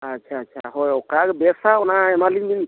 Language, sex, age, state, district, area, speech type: Santali, male, 45-60, Odisha, Mayurbhanj, rural, conversation